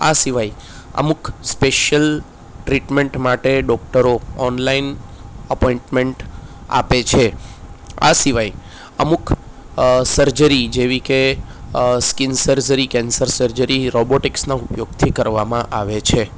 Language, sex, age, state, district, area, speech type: Gujarati, male, 30-45, Gujarat, Kheda, urban, spontaneous